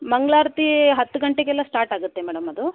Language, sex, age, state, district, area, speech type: Kannada, female, 30-45, Karnataka, Davanagere, rural, conversation